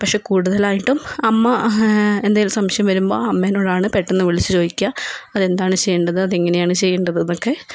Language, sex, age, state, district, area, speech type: Malayalam, female, 45-60, Kerala, Wayanad, rural, spontaneous